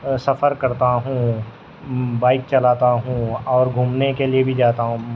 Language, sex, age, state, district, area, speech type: Urdu, male, 18-30, Telangana, Hyderabad, urban, spontaneous